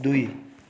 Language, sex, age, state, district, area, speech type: Nepali, male, 60+, West Bengal, Kalimpong, rural, read